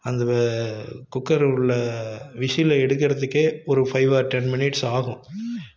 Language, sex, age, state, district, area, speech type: Tamil, male, 45-60, Tamil Nadu, Salem, rural, spontaneous